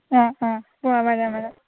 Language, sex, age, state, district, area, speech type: Malayalam, female, 18-30, Kerala, Alappuzha, rural, conversation